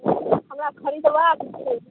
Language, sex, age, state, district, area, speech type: Maithili, female, 45-60, Bihar, Madhubani, rural, conversation